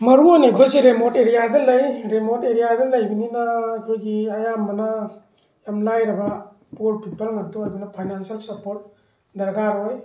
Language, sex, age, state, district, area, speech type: Manipuri, male, 45-60, Manipur, Thoubal, rural, spontaneous